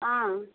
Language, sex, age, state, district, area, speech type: Tamil, female, 30-45, Tamil Nadu, Tirupattur, rural, conversation